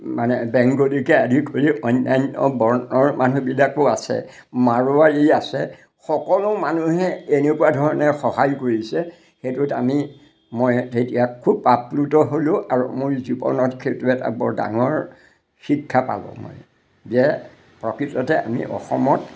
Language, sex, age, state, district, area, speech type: Assamese, male, 60+, Assam, Majuli, urban, spontaneous